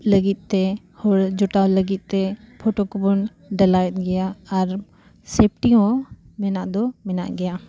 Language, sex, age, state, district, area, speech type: Santali, female, 18-30, Jharkhand, Bokaro, rural, spontaneous